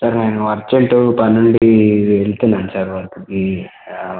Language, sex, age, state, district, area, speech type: Telugu, male, 18-30, Telangana, Komaram Bheem, urban, conversation